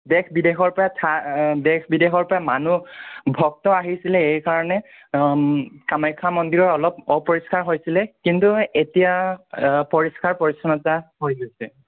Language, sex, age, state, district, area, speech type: Assamese, male, 45-60, Assam, Nagaon, rural, conversation